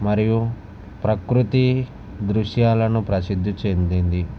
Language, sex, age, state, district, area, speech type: Telugu, male, 45-60, Andhra Pradesh, Visakhapatnam, urban, spontaneous